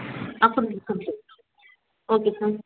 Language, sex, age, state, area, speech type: Tamil, female, 30-45, Tamil Nadu, urban, conversation